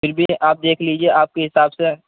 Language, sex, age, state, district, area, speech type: Urdu, male, 45-60, Uttar Pradesh, Gautam Buddha Nagar, urban, conversation